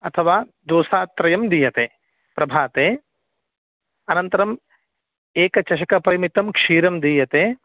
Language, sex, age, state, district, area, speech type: Sanskrit, male, 30-45, Karnataka, Uttara Kannada, urban, conversation